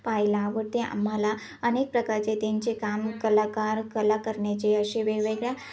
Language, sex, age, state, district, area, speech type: Marathi, female, 18-30, Maharashtra, Ahmednagar, rural, spontaneous